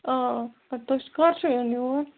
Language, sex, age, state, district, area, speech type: Kashmiri, female, 18-30, Jammu and Kashmir, Bandipora, rural, conversation